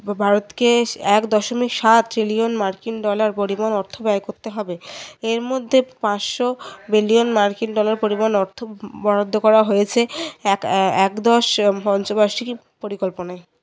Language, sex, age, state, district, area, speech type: Bengali, female, 30-45, West Bengal, Paschim Bardhaman, urban, spontaneous